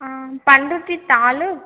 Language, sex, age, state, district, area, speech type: Tamil, female, 18-30, Tamil Nadu, Cuddalore, rural, conversation